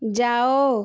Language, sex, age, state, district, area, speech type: Odia, female, 30-45, Odisha, Ganjam, urban, read